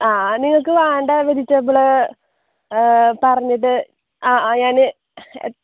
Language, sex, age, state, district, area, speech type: Malayalam, female, 18-30, Kerala, Palakkad, rural, conversation